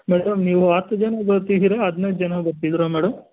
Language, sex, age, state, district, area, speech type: Kannada, male, 60+, Karnataka, Kolar, rural, conversation